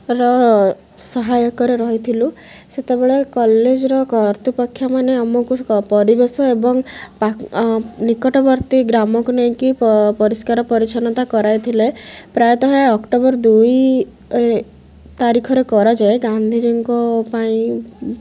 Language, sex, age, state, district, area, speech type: Odia, female, 18-30, Odisha, Rayagada, rural, spontaneous